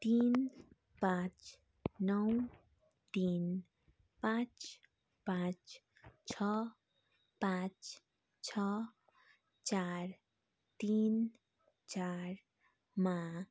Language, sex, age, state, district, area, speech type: Nepali, female, 30-45, West Bengal, Darjeeling, rural, read